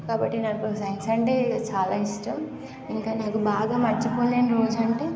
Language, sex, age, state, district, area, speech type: Telugu, female, 18-30, Telangana, Nagarkurnool, rural, spontaneous